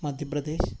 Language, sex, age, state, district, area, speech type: Malayalam, male, 18-30, Kerala, Wayanad, rural, spontaneous